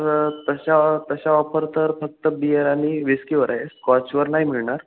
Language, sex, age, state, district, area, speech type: Marathi, male, 18-30, Maharashtra, Ratnagiri, rural, conversation